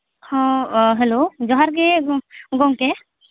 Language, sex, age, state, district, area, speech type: Santali, female, 18-30, Jharkhand, East Singhbhum, rural, conversation